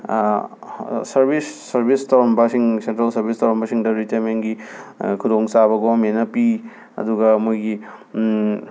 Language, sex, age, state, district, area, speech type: Manipuri, male, 18-30, Manipur, Imphal West, urban, spontaneous